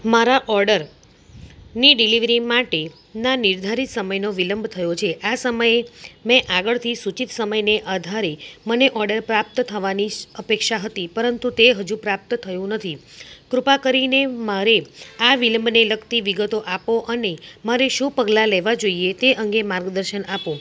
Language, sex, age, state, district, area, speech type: Gujarati, female, 30-45, Gujarat, Kheda, rural, spontaneous